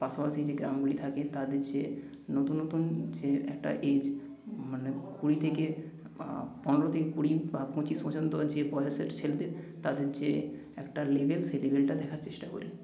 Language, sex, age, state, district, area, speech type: Bengali, male, 30-45, West Bengal, Nadia, rural, spontaneous